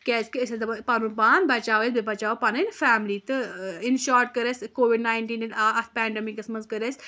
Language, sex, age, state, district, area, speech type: Kashmiri, female, 30-45, Jammu and Kashmir, Anantnag, rural, spontaneous